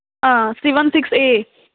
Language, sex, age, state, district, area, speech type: Kashmiri, female, 30-45, Jammu and Kashmir, Anantnag, rural, conversation